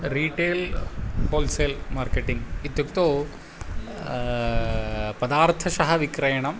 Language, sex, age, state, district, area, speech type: Sanskrit, male, 45-60, Tamil Nadu, Kanchipuram, urban, spontaneous